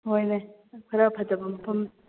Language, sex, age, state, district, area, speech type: Manipuri, female, 30-45, Manipur, Kakching, rural, conversation